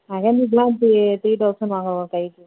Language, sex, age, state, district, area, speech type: Tamil, female, 18-30, Tamil Nadu, Thanjavur, urban, conversation